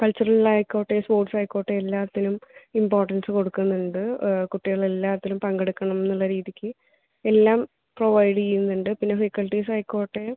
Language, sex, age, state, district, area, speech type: Malayalam, female, 30-45, Kerala, Palakkad, rural, conversation